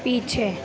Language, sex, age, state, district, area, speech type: Hindi, female, 18-30, Madhya Pradesh, Harda, urban, read